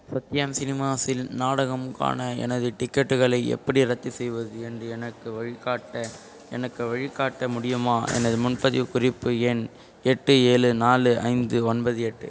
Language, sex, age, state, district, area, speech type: Tamil, male, 18-30, Tamil Nadu, Ranipet, rural, read